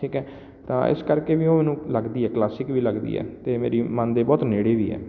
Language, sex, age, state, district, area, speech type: Punjabi, male, 18-30, Punjab, Patiala, rural, spontaneous